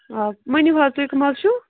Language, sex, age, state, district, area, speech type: Kashmiri, female, 30-45, Jammu and Kashmir, Pulwama, rural, conversation